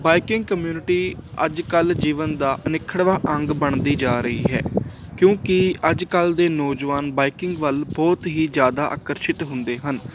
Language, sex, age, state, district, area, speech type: Punjabi, male, 18-30, Punjab, Ludhiana, urban, spontaneous